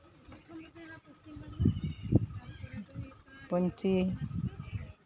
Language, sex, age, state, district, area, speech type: Santali, female, 45-60, West Bengal, Uttar Dinajpur, rural, spontaneous